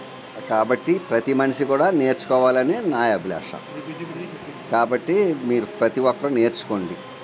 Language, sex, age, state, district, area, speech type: Telugu, male, 60+, Andhra Pradesh, Eluru, rural, spontaneous